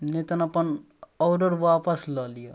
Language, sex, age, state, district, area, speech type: Maithili, male, 18-30, Bihar, Darbhanga, rural, spontaneous